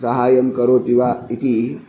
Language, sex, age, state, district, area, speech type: Sanskrit, male, 30-45, Telangana, Hyderabad, urban, spontaneous